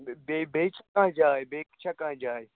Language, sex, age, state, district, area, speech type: Kashmiri, male, 45-60, Jammu and Kashmir, Srinagar, urban, conversation